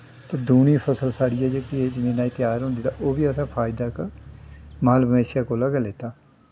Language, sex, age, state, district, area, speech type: Dogri, male, 60+, Jammu and Kashmir, Udhampur, rural, spontaneous